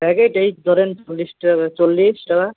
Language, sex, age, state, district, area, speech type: Bengali, male, 18-30, West Bengal, Alipurduar, rural, conversation